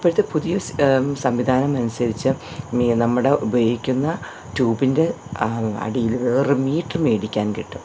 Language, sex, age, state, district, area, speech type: Malayalam, female, 45-60, Kerala, Thiruvananthapuram, urban, spontaneous